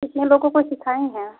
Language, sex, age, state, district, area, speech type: Hindi, female, 30-45, Uttar Pradesh, Jaunpur, rural, conversation